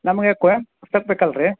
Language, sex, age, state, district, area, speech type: Kannada, male, 45-60, Karnataka, Belgaum, rural, conversation